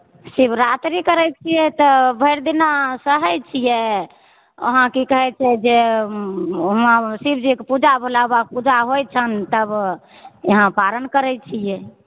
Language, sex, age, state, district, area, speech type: Maithili, female, 30-45, Bihar, Begusarai, rural, conversation